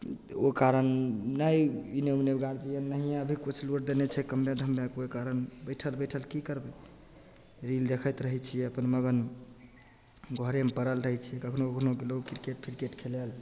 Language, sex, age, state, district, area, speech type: Maithili, male, 18-30, Bihar, Begusarai, rural, spontaneous